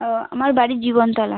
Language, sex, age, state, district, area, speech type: Bengali, female, 18-30, West Bengal, South 24 Parganas, rural, conversation